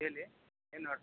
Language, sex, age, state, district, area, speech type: Kannada, male, 30-45, Karnataka, Bangalore Rural, urban, conversation